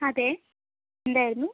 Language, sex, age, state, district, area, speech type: Malayalam, female, 45-60, Kerala, Kozhikode, urban, conversation